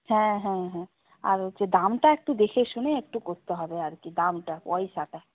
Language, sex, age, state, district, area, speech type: Bengali, female, 45-60, West Bengal, Purba Medinipur, rural, conversation